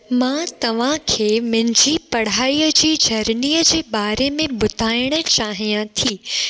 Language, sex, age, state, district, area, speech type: Sindhi, female, 18-30, Gujarat, Junagadh, urban, spontaneous